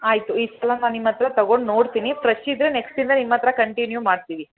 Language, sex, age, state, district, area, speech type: Kannada, female, 18-30, Karnataka, Mandya, urban, conversation